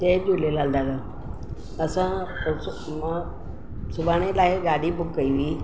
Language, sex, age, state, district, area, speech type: Sindhi, female, 45-60, Maharashtra, Mumbai Suburban, urban, spontaneous